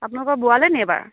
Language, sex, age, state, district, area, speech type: Assamese, female, 18-30, Assam, Charaideo, rural, conversation